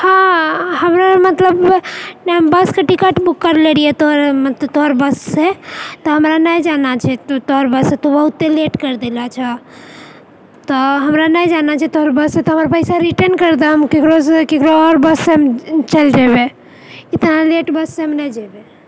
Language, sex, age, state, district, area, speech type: Maithili, female, 30-45, Bihar, Purnia, rural, spontaneous